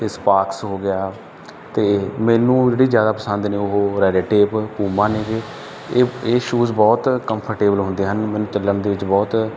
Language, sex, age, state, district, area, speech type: Punjabi, male, 30-45, Punjab, Barnala, rural, spontaneous